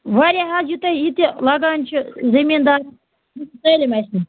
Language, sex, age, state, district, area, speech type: Kashmiri, female, 45-60, Jammu and Kashmir, Baramulla, rural, conversation